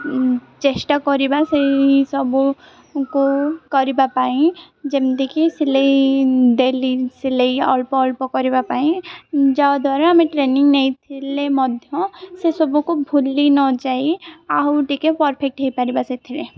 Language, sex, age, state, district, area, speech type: Odia, female, 18-30, Odisha, Koraput, urban, spontaneous